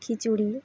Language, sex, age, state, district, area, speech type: Bengali, female, 18-30, West Bengal, Howrah, urban, spontaneous